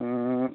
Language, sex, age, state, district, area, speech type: Manipuri, male, 30-45, Manipur, Ukhrul, rural, conversation